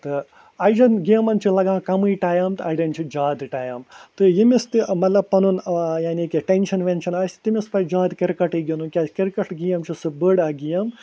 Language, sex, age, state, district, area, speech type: Kashmiri, male, 30-45, Jammu and Kashmir, Ganderbal, rural, spontaneous